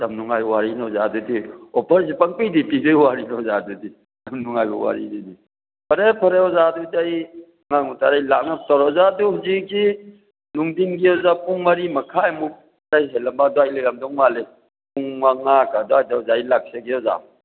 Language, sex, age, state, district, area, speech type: Manipuri, male, 60+, Manipur, Thoubal, rural, conversation